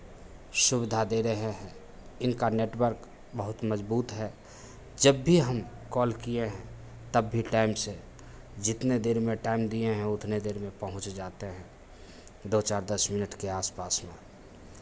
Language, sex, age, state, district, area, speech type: Hindi, male, 45-60, Bihar, Begusarai, urban, spontaneous